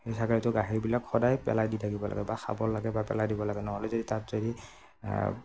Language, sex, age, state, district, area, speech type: Assamese, male, 18-30, Assam, Morigaon, rural, spontaneous